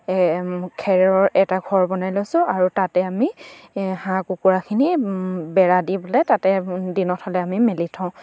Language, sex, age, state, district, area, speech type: Assamese, female, 30-45, Assam, Charaideo, rural, spontaneous